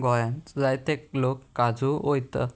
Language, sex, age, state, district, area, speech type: Goan Konkani, male, 18-30, Goa, Murmgao, urban, spontaneous